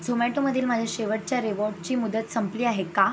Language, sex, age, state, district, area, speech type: Marathi, female, 18-30, Maharashtra, Akola, urban, read